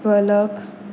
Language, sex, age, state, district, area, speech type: Goan Konkani, female, 18-30, Goa, Pernem, rural, spontaneous